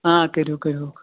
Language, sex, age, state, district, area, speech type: Kashmiri, male, 30-45, Jammu and Kashmir, Baramulla, rural, conversation